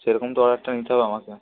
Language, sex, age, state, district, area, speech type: Bengali, male, 18-30, West Bengal, Nadia, rural, conversation